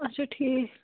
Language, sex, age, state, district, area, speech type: Kashmiri, female, 18-30, Jammu and Kashmir, Budgam, rural, conversation